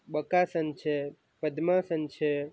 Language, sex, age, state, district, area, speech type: Gujarati, male, 18-30, Gujarat, Valsad, rural, spontaneous